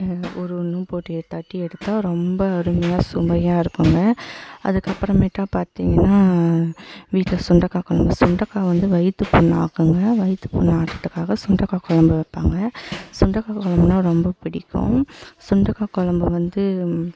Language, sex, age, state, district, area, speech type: Tamil, female, 18-30, Tamil Nadu, Tiruvannamalai, rural, spontaneous